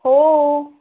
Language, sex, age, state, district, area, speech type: Marathi, female, 18-30, Maharashtra, Washim, urban, conversation